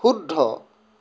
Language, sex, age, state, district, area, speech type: Assamese, male, 18-30, Assam, Tinsukia, rural, read